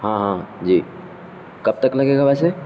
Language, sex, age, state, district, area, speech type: Urdu, male, 18-30, Bihar, Gaya, urban, spontaneous